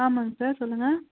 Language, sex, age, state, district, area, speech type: Tamil, female, 45-60, Tamil Nadu, Krishnagiri, rural, conversation